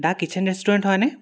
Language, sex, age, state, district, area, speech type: Assamese, male, 18-30, Assam, Charaideo, urban, spontaneous